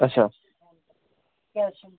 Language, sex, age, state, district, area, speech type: Kashmiri, male, 18-30, Jammu and Kashmir, Srinagar, urban, conversation